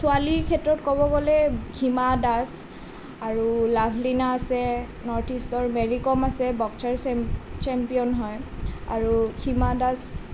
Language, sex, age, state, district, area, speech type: Assamese, female, 18-30, Assam, Nalbari, rural, spontaneous